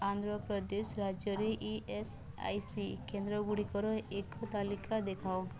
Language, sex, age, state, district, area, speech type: Odia, female, 18-30, Odisha, Bargarh, rural, read